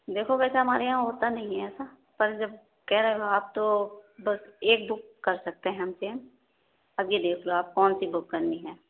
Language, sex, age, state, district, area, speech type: Urdu, female, 30-45, Uttar Pradesh, Ghaziabad, urban, conversation